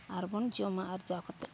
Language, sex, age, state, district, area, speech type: Santali, female, 45-60, Jharkhand, East Singhbhum, rural, spontaneous